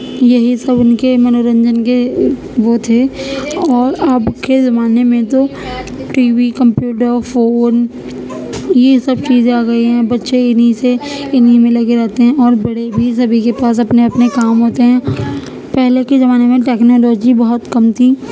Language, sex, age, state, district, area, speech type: Urdu, female, 18-30, Uttar Pradesh, Gautam Buddha Nagar, rural, spontaneous